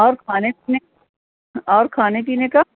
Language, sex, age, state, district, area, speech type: Urdu, female, 45-60, Bihar, Gaya, urban, conversation